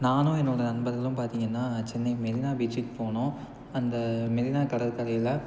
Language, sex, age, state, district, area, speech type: Tamil, male, 18-30, Tamil Nadu, Tiruppur, rural, spontaneous